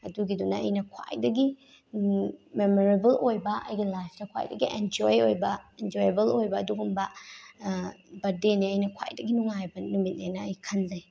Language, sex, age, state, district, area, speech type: Manipuri, female, 18-30, Manipur, Bishnupur, rural, spontaneous